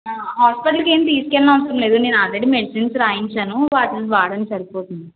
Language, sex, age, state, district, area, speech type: Telugu, female, 18-30, Andhra Pradesh, Konaseema, urban, conversation